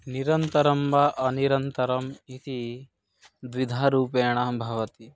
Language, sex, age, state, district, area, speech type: Sanskrit, male, 18-30, Odisha, Kandhamal, urban, spontaneous